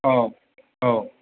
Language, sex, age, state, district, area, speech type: Bodo, male, 60+, Assam, Chirang, urban, conversation